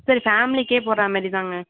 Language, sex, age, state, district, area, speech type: Tamil, female, 18-30, Tamil Nadu, Thanjavur, urban, conversation